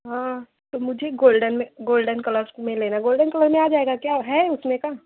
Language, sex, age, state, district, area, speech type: Hindi, female, 18-30, Uttar Pradesh, Prayagraj, urban, conversation